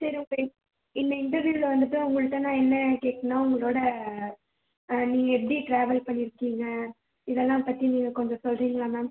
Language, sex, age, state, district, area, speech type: Tamil, male, 45-60, Tamil Nadu, Ariyalur, rural, conversation